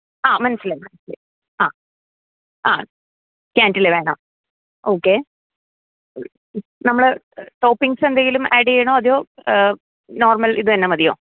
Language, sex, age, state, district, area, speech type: Malayalam, female, 30-45, Kerala, Idukki, rural, conversation